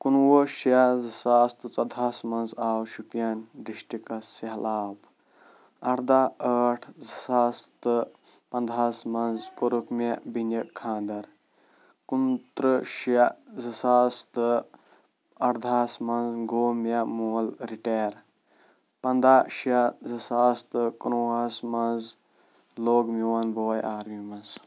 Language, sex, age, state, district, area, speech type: Kashmiri, male, 18-30, Jammu and Kashmir, Shopian, rural, spontaneous